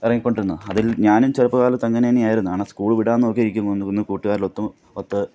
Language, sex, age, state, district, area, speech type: Malayalam, male, 30-45, Kerala, Pathanamthitta, rural, spontaneous